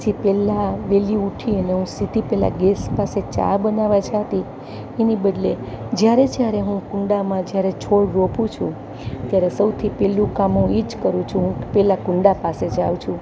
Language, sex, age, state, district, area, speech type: Gujarati, female, 60+, Gujarat, Rajkot, urban, spontaneous